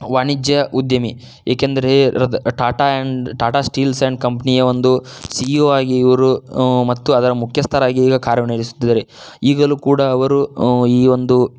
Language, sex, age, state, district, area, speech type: Kannada, male, 30-45, Karnataka, Tumkur, rural, spontaneous